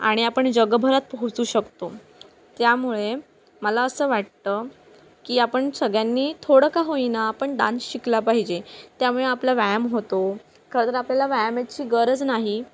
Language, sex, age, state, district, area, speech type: Marathi, female, 18-30, Maharashtra, Palghar, rural, spontaneous